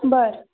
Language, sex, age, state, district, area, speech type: Marathi, female, 30-45, Maharashtra, Sangli, urban, conversation